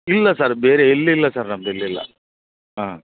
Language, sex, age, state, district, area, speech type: Kannada, male, 45-60, Karnataka, Bellary, rural, conversation